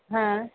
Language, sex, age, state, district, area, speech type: Dogri, female, 18-30, Jammu and Kashmir, Kathua, rural, conversation